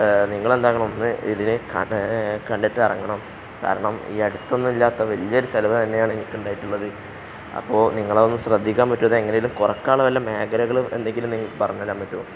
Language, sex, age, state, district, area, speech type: Malayalam, male, 18-30, Kerala, Palakkad, rural, spontaneous